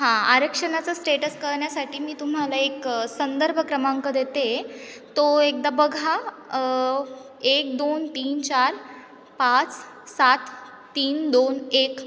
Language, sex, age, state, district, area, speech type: Marathi, female, 18-30, Maharashtra, Ahmednagar, urban, spontaneous